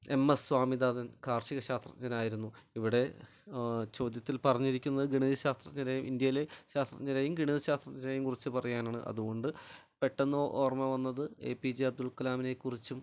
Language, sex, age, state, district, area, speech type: Malayalam, male, 30-45, Kerala, Kannur, rural, spontaneous